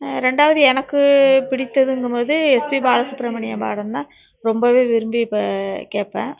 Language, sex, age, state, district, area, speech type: Tamil, female, 45-60, Tamil Nadu, Nagapattinam, rural, spontaneous